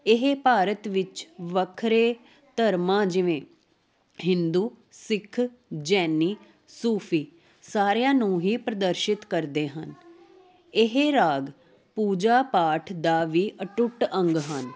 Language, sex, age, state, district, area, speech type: Punjabi, female, 30-45, Punjab, Jalandhar, urban, spontaneous